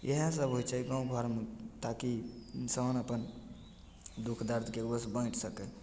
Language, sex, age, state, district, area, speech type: Maithili, male, 18-30, Bihar, Begusarai, rural, spontaneous